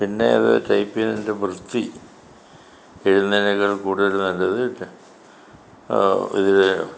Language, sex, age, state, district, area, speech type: Malayalam, male, 60+, Kerala, Kollam, rural, spontaneous